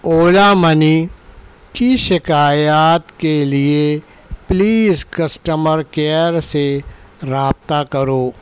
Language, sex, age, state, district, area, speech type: Urdu, male, 60+, Maharashtra, Nashik, urban, read